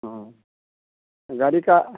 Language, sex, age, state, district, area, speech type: Hindi, male, 60+, Bihar, Samastipur, urban, conversation